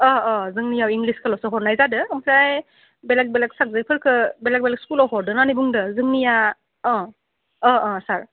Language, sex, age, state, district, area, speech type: Bodo, female, 18-30, Assam, Udalguri, urban, conversation